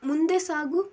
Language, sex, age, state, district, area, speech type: Kannada, female, 18-30, Karnataka, Shimoga, urban, read